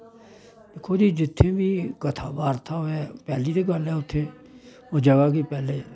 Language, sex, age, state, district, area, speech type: Dogri, male, 60+, Jammu and Kashmir, Samba, rural, spontaneous